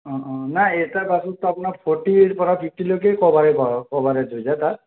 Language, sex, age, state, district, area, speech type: Assamese, male, 30-45, Assam, Sonitpur, rural, conversation